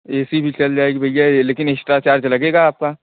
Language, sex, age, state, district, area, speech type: Hindi, male, 18-30, Uttar Pradesh, Jaunpur, urban, conversation